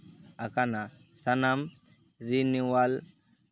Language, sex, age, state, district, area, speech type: Santali, male, 18-30, West Bengal, Purba Bardhaman, rural, read